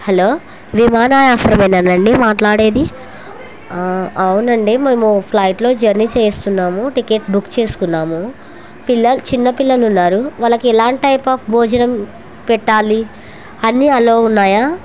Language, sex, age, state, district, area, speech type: Telugu, female, 30-45, Andhra Pradesh, Kurnool, rural, spontaneous